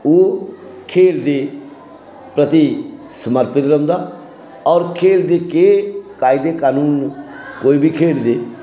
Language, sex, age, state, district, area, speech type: Dogri, male, 60+, Jammu and Kashmir, Samba, rural, spontaneous